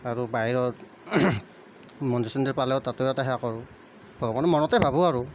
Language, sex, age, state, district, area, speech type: Assamese, male, 45-60, Assam, Nalbari, rural, spontaneous